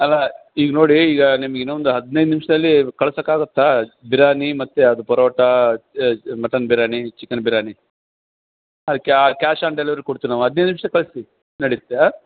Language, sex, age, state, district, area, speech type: Kannada, male, 60+, Karnataka, Bellary, rural, conversation